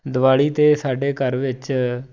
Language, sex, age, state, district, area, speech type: Punjabi, male, 30-45, Punjab, Tarn Taran, rural, spontaneous